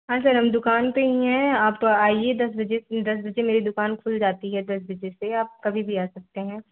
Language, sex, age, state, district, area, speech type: Hindi, female, 30-45, Uttar Pradesh, Ayodhya, rural, conversation